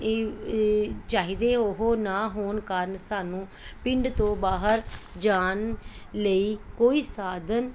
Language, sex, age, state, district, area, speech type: Punjabi, female, 45-60, Punjab, Pathankot, rural, spontaneous